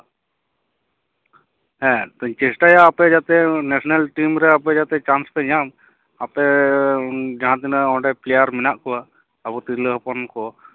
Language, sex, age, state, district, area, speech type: Santali, male, 30-45, West Bengal, Paschim Bardhaman, urban, conversation